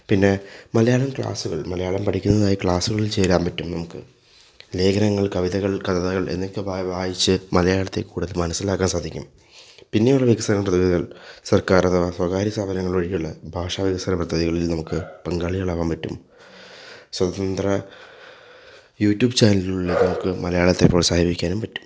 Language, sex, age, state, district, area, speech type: Malayalam, male, 18-30, Kerala, Thrissur, urban, spontaneous